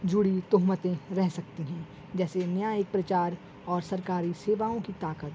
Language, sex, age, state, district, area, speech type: Urdu, male, 18-30, Uttar Pradesh, Shahjahanpur, urban, spontaneous